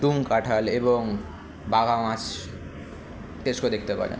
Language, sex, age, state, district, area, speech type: Bengali, male, 18-30, West Bengal, Kolkata, urban, spontaneous